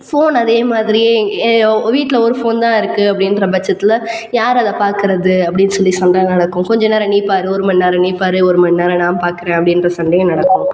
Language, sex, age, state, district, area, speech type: Tamil, female, 30-45, Tamil Nadu, Cuddalore, rural, spontaneous